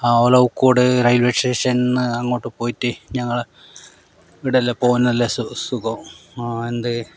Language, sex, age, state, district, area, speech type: Malayalam, male, 45-60, Kerala, Kasaragod, rural, spontaneous